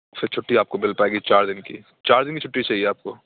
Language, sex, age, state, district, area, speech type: Urdu, male, 30-45, Uttar Pradesh, Aligarh, rural, conversation